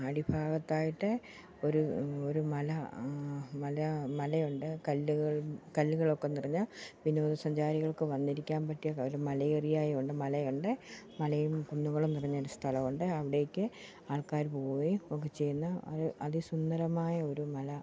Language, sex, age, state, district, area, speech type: Malayalam, female, 45-60, Kerala, Pathanamthitta, rural, spontaneous